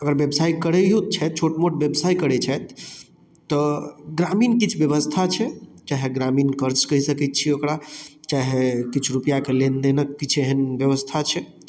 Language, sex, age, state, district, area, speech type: Maithili, male, 18-30, Bihar, Darbhanga, urban, spontaneous